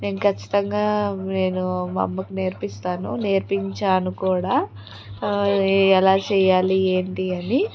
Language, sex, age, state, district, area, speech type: Telugu, female, 18-30, Andhra Pradesh, Palnadu, urban, spontaneous